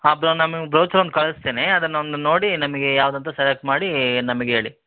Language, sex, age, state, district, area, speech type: Kannada, male, 30-45, Karnataka, Shimoga, urban, conversation